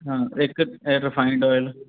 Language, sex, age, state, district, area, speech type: Punjabi, male, 45-60, Punjab, Fatehgarh Sahib, urban, conversation